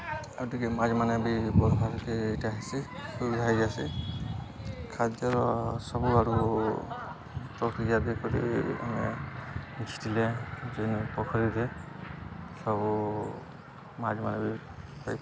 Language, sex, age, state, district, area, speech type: Odia, male, 18-30, Odisha, Balangir, urban, spontaneous